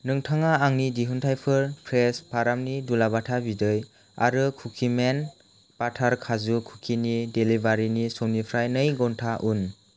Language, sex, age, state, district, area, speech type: Bodo, male, 30-45, Assam, Chirang, rural, read